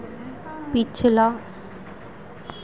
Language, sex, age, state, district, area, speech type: Hindi, female, 18-30, Madhya Pradesh, Harda, urban, read